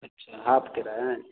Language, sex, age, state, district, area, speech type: Hindi, male, 45-60, Uttar Pradesh, Ayodhya, rural, conversation